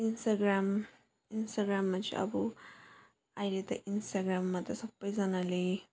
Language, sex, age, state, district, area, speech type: Nepali, female, 30-45, West Bengal, Jalpaiguri, urban, spontaneous